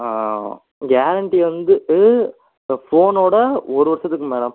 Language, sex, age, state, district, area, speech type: Tamil, male, 18-30, Tamil Nadu, Ariyalur, rural, conversation